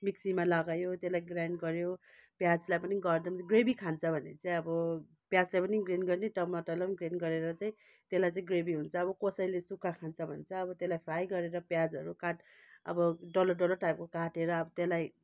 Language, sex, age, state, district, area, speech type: Nepali, female, 60+, West Bengal, Kalimpong, rural, spontaneous